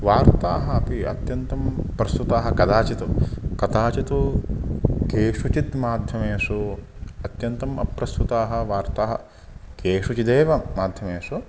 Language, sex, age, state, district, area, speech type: Sanskrit, male, 30-45, Karnataka, Uttara Kannada, rural, spontaneous